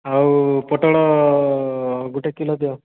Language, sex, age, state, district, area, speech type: Odia, male, 18-30, Odisha, Boudh, rural, conversation